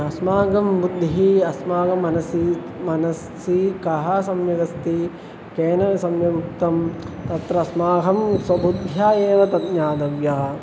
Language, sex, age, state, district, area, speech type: Sanskrit, male, 18-30, Kerala, Thrissur, urban, spontaneous